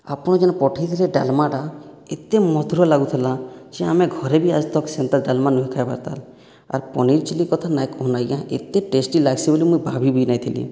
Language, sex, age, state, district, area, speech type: Odia, male, 45-60, Odisha, Boudh, rural, spontaneous